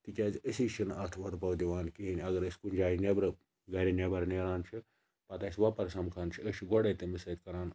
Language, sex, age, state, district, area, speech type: Kashmiri, male, 18-30, Jammu and Kashmir, Baramulla, rural, spontaneous